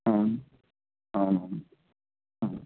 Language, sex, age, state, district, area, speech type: Telugu, female, 30-45, Andhra Pradesh, Konaseema, urban, conversation